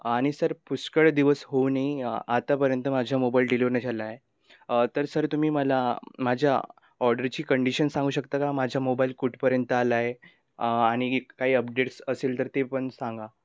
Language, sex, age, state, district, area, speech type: Marathi, male, 18-30, Maharashtra, Nagpur, rural, spontaneous